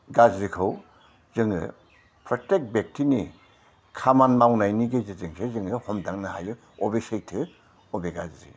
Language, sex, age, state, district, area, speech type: Bodo, male, 60+, Assam, Udalguri, urban, spontaneous